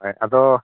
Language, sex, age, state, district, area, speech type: Santali, male, 45-60, Odisha, Mayurbhanj, rural, conversation